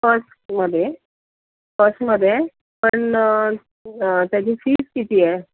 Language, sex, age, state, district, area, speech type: Marathi, female, 45-60, Maharashtra, Mumbai Suburban, urban, conversation